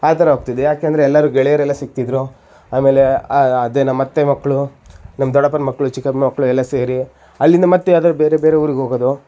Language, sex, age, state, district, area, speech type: Kannada, male, 18-30, Karnataka, Shimoga, rural, spontaneous